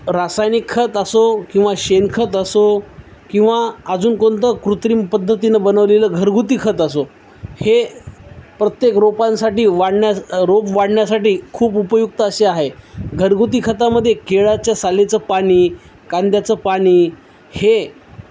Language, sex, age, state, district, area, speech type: Marathi, male, 30-45, Maharashtra, Nanded, urban, spontaneous